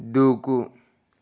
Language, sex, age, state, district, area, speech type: Telugu, male, 18-30, Telangana, Ranga Reddy, urban, read